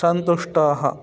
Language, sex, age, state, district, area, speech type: Sanskrit, male, 30-45, West Bengal, Dakshin Dinajpur, urban, read